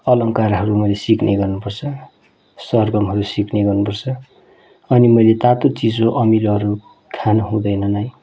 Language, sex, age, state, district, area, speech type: Nepali, male, 30-45, West Bengal, Darjeeling, rural, spontaneous